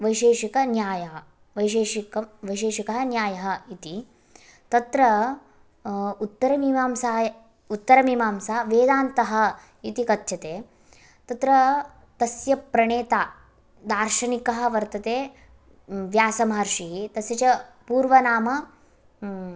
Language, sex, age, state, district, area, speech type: Sanskrit, female, 18-30, Karnataka, Bagalkot, urban, spontaneous